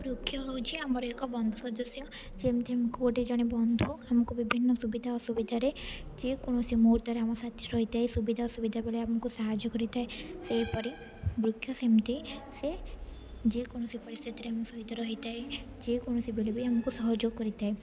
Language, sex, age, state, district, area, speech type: Odia, female, 18-30, Odisha, Rayagada, rural, spontaneous